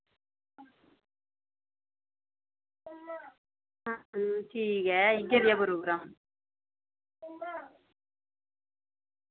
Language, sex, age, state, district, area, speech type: Dogri, female, 30-45, Jammu and Kashmir, Udhampur, rural, conversation